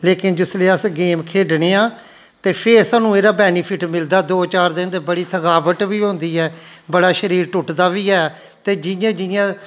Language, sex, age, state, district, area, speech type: Dogri, male, 45-60, Jammu and Kashmir, Jammu, rural, spontaneous